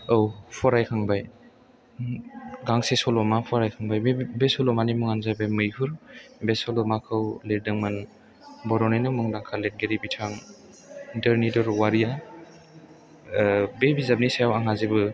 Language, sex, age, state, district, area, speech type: Bodo, male, 18-30, Assam, Chirang, urban, spontaneous